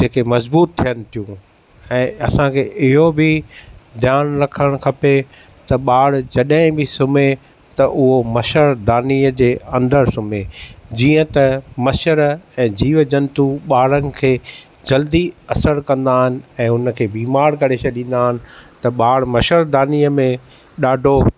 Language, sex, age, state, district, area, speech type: Sindhi, male, 45-60, Maharashtra, Thane, urban, spontaneous